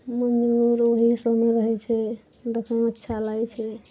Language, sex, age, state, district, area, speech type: Maithili, male, 30-45, Bihar, Araria, rural, spontaneous